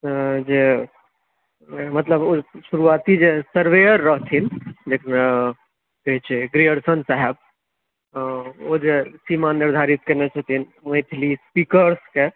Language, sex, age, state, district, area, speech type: Maithili, male, 30-45, Bihar, Madhubani, rural, conversation